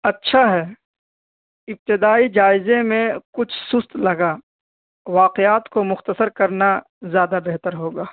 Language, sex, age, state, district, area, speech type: Urdu, male, 18-30, Delhi, North East Delhi, rural, conversation